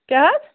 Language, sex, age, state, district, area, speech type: Kashmiri, female, 30-45, Jammu and Kashmir, Ganderbal, rural, conversation